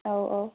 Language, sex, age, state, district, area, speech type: Manipuri, female, 18-30, Manipur, Kangpokpi, urban, conversation